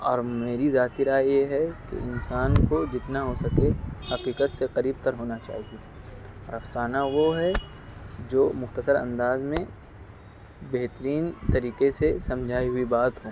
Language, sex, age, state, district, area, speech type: Urdu, male, 18-30, Maharashtra, Nashik, urban, spontaneous